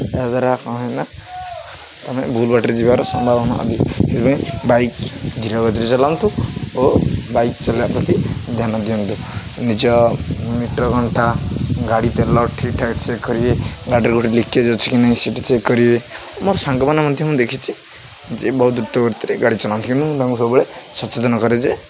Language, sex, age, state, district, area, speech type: Odia, male, 18-30, Odisha, Jagatsinghpur, rural, spontaneous